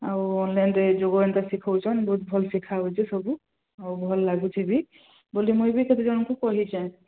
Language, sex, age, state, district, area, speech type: Odia, female, 30-45, Odisha, Sambalpur, rural, conversation